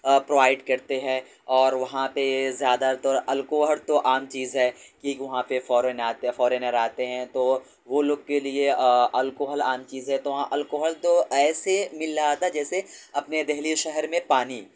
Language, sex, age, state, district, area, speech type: Urdu, male, 18-30, Delhi, North West Delhi, urban, spontaneous